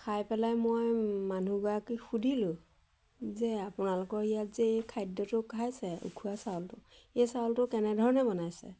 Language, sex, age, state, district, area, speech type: Assamese, female, 45-60, Assam, Majuli, urban, spontaneous